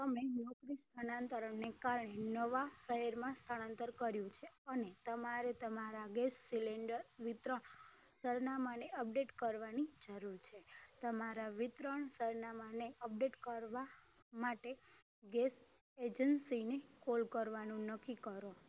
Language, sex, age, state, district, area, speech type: Gujarati, female, 18-30, Gujarat, Rajkot, rural, spontaneous